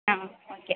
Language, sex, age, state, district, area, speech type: Tamil, female, 18-30, Tamil Nadu, Pudukkottai, rural, conversation